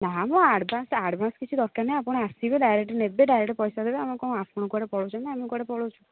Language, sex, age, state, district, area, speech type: Odia, female, 45-60, Odisha, Angul, rural, conversation